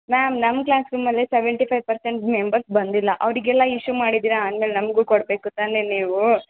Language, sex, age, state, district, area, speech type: Kannada, female, 18-30, Karnataka, Chikkaballapur, urban, conversation